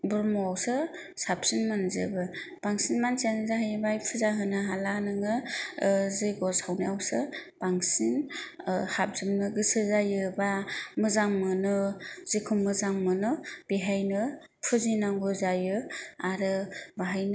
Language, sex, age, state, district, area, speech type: Bodo, female, 45-60, Assam, Kokrajhar, rural, spontaneous